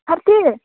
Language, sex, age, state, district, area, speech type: Bodo, female, 18-30, Assam, Baksa, rural, conversation